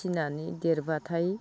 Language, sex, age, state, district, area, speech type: Bodo, female, 45-60, Assam, Baksa, rural, spontaneous